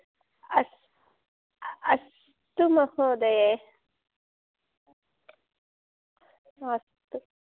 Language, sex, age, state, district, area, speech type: Sanskrit, female, 30-45, Telangana, Hyderabad, rural, conversation